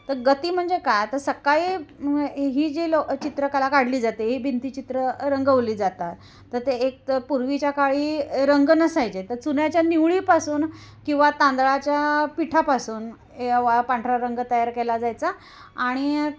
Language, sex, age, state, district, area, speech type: Marathi, female, 45-60, Maharashtra, Kolhapur, rural, spontaneous